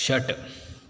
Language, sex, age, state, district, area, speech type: Sanskrit, male, 18-30, Karnataka, Uttara Kannada, rural, read